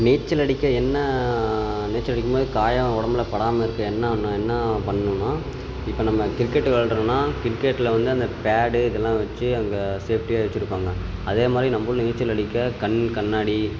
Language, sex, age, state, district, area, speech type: Tamil, male, 18-30, Tamil Nadu, Namakkal, rural, spontaneous